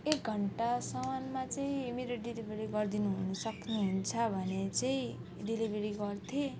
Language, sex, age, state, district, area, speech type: Nepali, female, 18-30, West Bengal, Alipurduar, urban, spontaneous